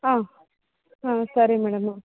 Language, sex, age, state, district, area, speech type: Kannada, female, 30-45, Karnataka, Mandya, rural, conversation